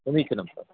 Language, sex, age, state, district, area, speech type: Sanskrit, male, 60+, Karnataka, Bangalore Urban, urban, conversation